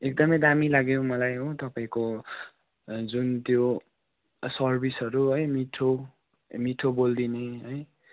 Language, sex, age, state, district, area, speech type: Nepali, male, 18-30, West Bengal, Darjeeling, rural, conversation